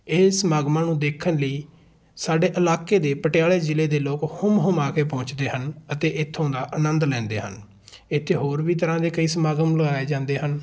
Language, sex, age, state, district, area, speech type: Punjabi, male, 18-30, Punjab, Patiala, rural, spontaneous